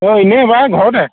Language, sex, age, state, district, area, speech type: Assamese, male, 18-30, Assam, Sivasagar, rural, conversation